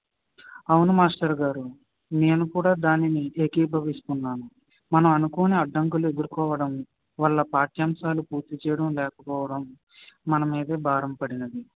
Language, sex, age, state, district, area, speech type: Telugu, male, 18-30, Andhra Pradesh, West Godavari, rural, conversation